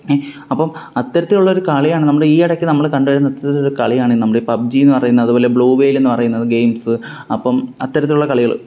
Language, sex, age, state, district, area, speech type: Malayalam, male, 18-30, Kerala, Kollam, rural, spontaneous